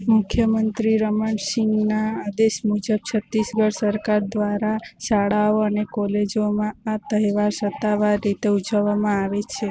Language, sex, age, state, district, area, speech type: Gujarati, female, 18-30, Gujarat, Valsad, rural, read